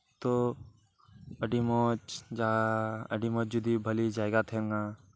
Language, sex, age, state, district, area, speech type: Santali, male, 18-30, West Bengal, Birbhum, rural, spontaneous